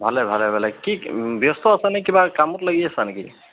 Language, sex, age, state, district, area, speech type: Assamese, male, 30-45, Assam, Charaideo, urban, conversation